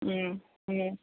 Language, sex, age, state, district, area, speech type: Malayalam, female, 30-45, Kerala, Pathanamthitta, rural, conversation